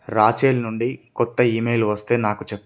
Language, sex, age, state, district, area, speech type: Telugu, male, 18-30, Andhra Pradesh, Srikakulam, urban, read